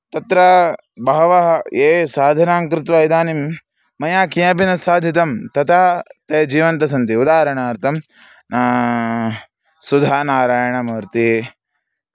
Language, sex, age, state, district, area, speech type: Sanskrit, male, 18-30, Karnataka, Chikkamagaluru, urban, spontaneous